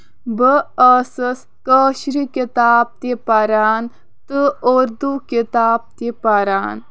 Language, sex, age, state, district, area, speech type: Kashmiri, female, 18-30, Jammu and Kashmir, Kulgam, rural, spontaneous